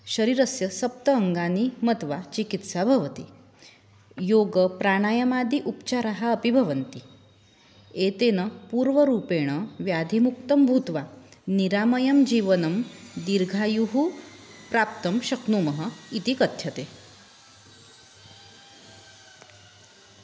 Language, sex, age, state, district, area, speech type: Sanskrit, female, 30-45, Maharashtra, Nagpur, urban, spontaneous